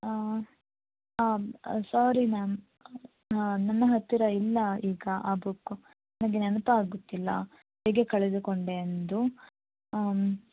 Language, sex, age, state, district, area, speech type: Kannada, female, 18-30, Karnataka, Shimoga, rural, conversation